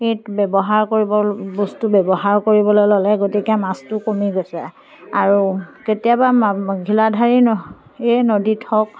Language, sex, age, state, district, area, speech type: Assamese, female, 45-60, Assam, Biswanath, rural, spontaneous